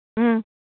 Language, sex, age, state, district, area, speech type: Manipuri, female, 60+, Manipur, Imphal East, rural, conversation